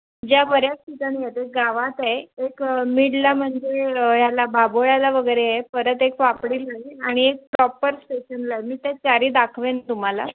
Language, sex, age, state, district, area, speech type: Marathi, female, 30-45, Maharashtra, Palghar, urban, conversation